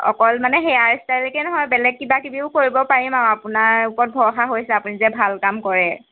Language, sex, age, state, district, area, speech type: Assamese, female, 18-30, Assam, Golaghat, rural, conversation